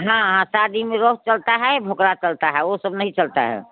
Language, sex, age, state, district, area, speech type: Hindi, female, 60+, Bihar, Muzaffarpur, rural, conversation